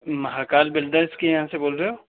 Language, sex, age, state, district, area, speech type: Hindi, male, 18-30, Madhya Pradesh, Ujjain, urban, conversation